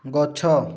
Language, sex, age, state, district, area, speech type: Odia, male, 18-30, Odisha, Rayagada, urban, read